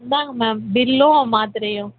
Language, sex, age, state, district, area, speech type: Tamil, female, 18-30, Tamil Nadu, Vellore, urban, conversation